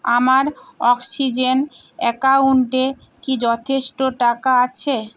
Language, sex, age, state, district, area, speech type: Bengali, female, 45-60, West Bengal, Purba Medinipur, rural, read